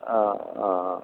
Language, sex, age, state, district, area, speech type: Malayalam, male, 60+, Kerala, Thiruvananthapuram, rural, conversation